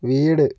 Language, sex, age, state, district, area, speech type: Malayalam, male, 60+, Kerala, Kozhikode, urban, read